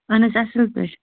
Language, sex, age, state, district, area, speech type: Kashmiri, female, 18-30, Jammu and Kashmir, Anantnag, rural, conversation